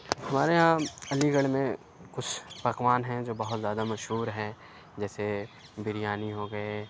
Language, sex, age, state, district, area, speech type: Urdu, male, 45-60, Uttar Pradesh, Aligarh, rural, spontaneous